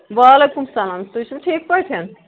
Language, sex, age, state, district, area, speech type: Kashmiri, male, 30-45, Jammu and Kashmir, Srinagar, urban, conversation